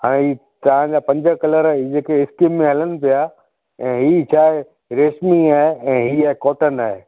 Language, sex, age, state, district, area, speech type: Sindhi, male, 45-60, Gujarat, Kutch, rural, conversation